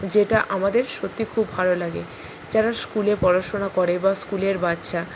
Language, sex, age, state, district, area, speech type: Bengali, female, 60+, West Bengal, Purba Bardhaman, urban, spontaneous